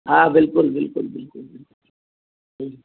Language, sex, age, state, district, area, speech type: Sindhi, male, 60+, Gujarat, Kutch, rural, conversation